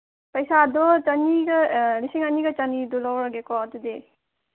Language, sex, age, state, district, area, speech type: Manipuri, female, 30-45, Manipur, Senapati, rural, conversation